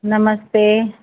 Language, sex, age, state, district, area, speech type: Hindi, female, 60+, Uttar Pradesh, Ayodhya, rural, conversation